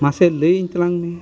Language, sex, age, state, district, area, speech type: Santali, male, 60+, West Bengal, Dakshin Dinajpur, rural, spontaneous